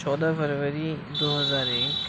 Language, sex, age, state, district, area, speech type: Urdu, male, 18-30, Uttar Pradesh, Gautam Buddha Nagar, rural, spontaneous